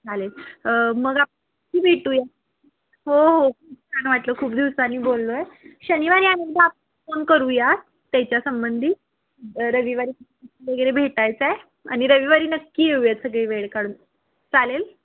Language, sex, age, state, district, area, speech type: Marathi, female, 18-30, Maharashtra, Kolhapur, urban, conversation